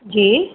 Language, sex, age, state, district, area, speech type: Sindhi, female, 30-45, Madhya Pradesh, Katni, rural, conversation